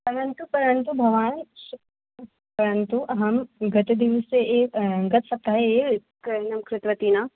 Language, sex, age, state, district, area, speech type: Sanskrit, female, 18-30, Delhi, North East Delhi, urban, conversation